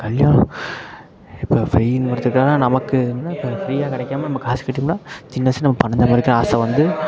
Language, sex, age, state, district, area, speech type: Tamil, male, 18-30, Tamil Nadu, Perambalur, rural, spontaneous